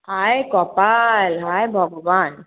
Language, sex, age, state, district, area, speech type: Bengali, female, 30-45, West Bengal, Hooghly, urban, conversation